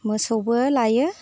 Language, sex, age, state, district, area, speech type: Bodo, female, 60+, Assam, Kokrajhar, rural, spontaneous